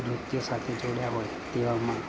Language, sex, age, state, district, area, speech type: Gujarati, male, 30-45, Gujarat, Anand, rural, spontaneous